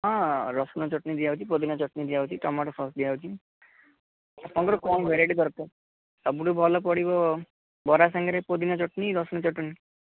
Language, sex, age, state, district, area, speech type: Odia, male, 18-30, Odisha, Cuttack, urban, conversation